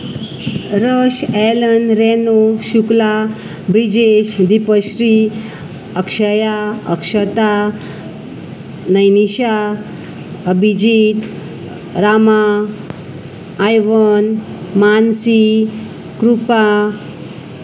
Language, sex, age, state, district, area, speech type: Goan Konkani, female, 45-60, Goa, Salcete, urban, spontaneous